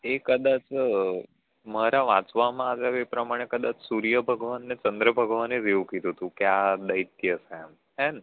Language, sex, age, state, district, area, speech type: Gujarati, male, 18-30, Gujarat, Anand, urban, conversation